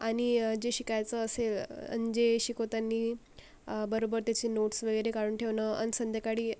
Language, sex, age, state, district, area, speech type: Marathi, female, 18-30, Maharashtra, Akola, rural, spontaneous